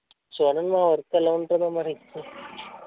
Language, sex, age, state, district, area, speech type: Telugu, male, 30-45, Andhra Pradesh, East Godavari, rural, conversation